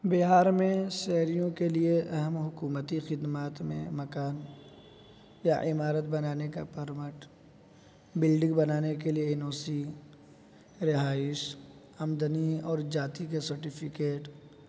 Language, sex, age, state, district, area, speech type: Urdu, male, 30-45, Bihar, East Champaran, urban, spontaneous